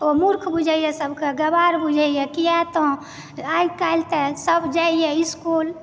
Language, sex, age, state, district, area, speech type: Maithili, female, 30-45, Bihar, Supaul, rural, spontaneous